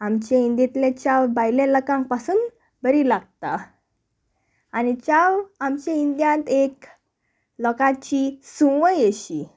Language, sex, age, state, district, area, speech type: Goan Konkani, female, 18-30, Goa, Salcete, rural, spontaneous